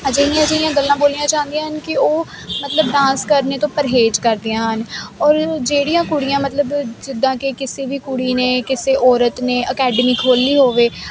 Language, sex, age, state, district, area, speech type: Punjabi, female, 18-30, Punjab, Kapurthala, urban, spontaneous